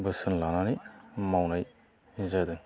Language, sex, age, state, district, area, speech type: Bodo, male, 45-60, Assam, Baksa, rural, spontaneous